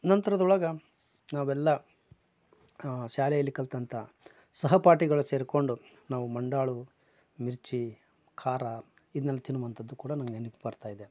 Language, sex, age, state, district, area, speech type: Kannada, male, 45-60, Karnataka, Koppal, rural, spontaneous